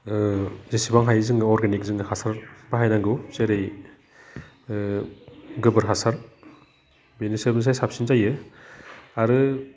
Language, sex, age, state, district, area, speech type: Bodo, male, 30-45, Assam, Udalguri, urban, spontaneous